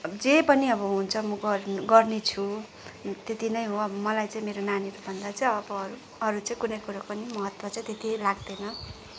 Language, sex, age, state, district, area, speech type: Nepali, female, 45-60, West Bengal, Kalimpong, rural, spontaneous